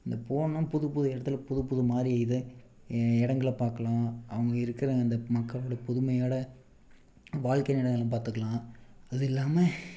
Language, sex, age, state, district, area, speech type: Tamil, male, 18-30, Tamil Nadu, Namakkal, rural, spontaneous